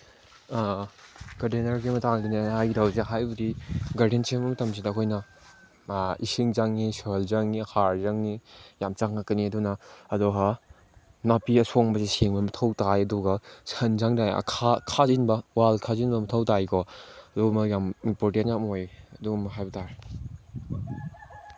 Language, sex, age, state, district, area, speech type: Manipuri, male, 18-30, Manipur, Chandel, rural, spontaneous